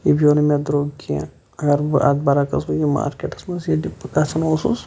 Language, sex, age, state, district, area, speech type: Kashmiri, male, 45-60, Jammu and Kashmir, Shopian, urban, spontaneous